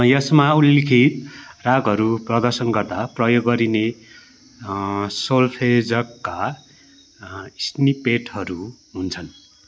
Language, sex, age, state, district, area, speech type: Nepali, male, 45-60, West Bengal, Darjeeling, rural, read